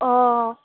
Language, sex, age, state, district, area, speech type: Assamese, female, 18-30, Assam, Morigaon, rural, conversation